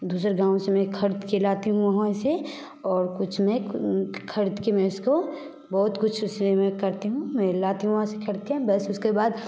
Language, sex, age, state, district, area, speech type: Hindi, female, 18-30, Bihar, Samastipur, urban, spontaneous